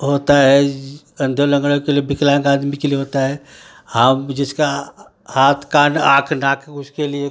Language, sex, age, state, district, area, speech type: Hindi, male, 45-60, Uttar Pradesh, Ghazipur, rural, spontaneous